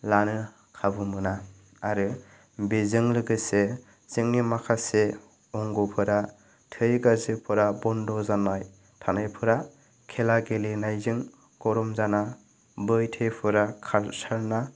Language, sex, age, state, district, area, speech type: Bodo, male, 18-30, Assam, Chirang, rural, spontaneous